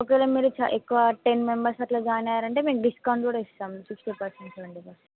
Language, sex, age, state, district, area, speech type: Telugu, female, 18-30, Telangana, Mahbubnagar, urban, conversation